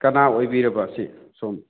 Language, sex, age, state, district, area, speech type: Manipuri, male, 45-60, Manipur, Churachandpur, urban, conversation